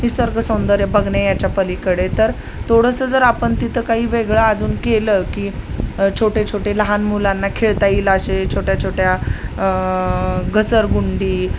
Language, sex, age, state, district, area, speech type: Marathi, female, 30-45, Maharashtra, Osmanabad, rural, spontaneous